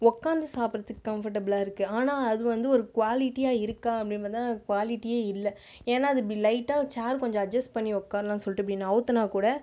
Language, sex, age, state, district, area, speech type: Tamil, female, 30-45, Tamil Nadu, Viluppuram, rural, spontaneous